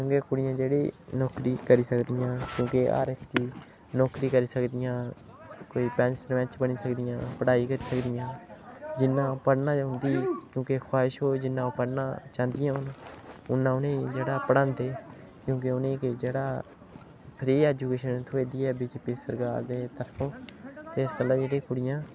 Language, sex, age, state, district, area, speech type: Dogri, male, 18-30, Jammu and Kashmir, Udhampur, rural, spontaneous